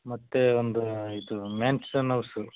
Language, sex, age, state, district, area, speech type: Kannada, male, 30-45, Karnataka, Chitradurga, rural, conversation